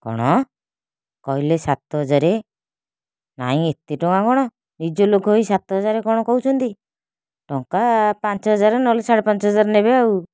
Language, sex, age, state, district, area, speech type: Odia, female, 30-45, Odisha, Kalahandi, rural, spontaneous